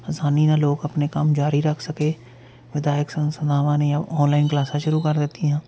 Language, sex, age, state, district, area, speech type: Punjabi, male, 30-45, Punjab, Jalandhar, urban, spontaneous